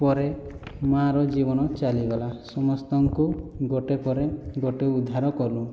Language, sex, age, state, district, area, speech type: Odia, male, 18-30, Odisha, Boudh, rural, spontaneous